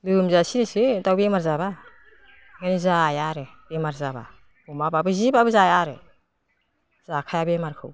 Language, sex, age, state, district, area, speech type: Bodo, female, 60+, Assam, Udalguri, rural, spontaneous